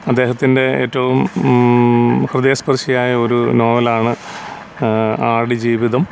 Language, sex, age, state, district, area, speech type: Malayalam, male, 45-60, Kerala, Alappuzha, rural, spontaneous